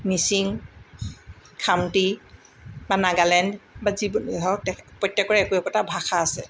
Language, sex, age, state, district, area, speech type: Assamese, female, 60+, Assam, Tinsukia, urban, spontaneous